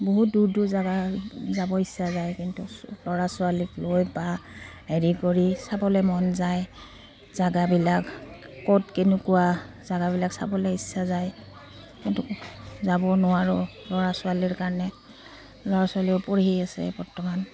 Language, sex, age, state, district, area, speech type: Assamese, female, 30-45, Assam, Udalguri, rural, spontaneous